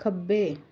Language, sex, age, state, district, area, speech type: Punjabi, female, 30-45, Punjab, Pathankot, rural, read